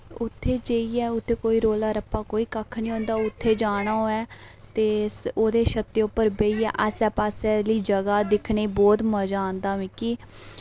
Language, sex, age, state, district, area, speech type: Dogri, female, 18-30, Jammu and Kashmir, Reasi, rural, spontaneous